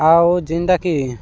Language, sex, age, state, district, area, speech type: Odia, male, 18-30, Odisha, Balangir, urban, spontaneous